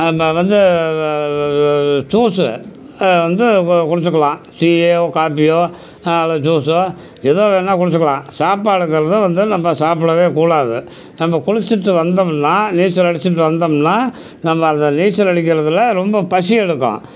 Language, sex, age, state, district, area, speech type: Tamil, male, 60+, Tamil Nadu, Tiruchirappalli, rural, spontaneous